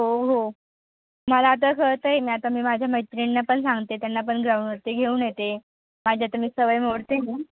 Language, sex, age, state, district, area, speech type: Marathi, female, 18-30, Maharashtra, Nashik, urban, conversation